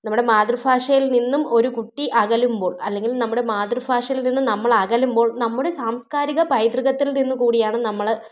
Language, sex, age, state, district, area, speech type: Malayalam, female, 30-45, Kerala, Thiruvananthapuram, rural, spontaneous